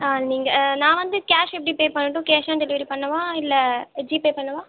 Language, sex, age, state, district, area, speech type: Tamil, female, 18-30, Tamil Nadu, Tiruvannamalai, urban, conversation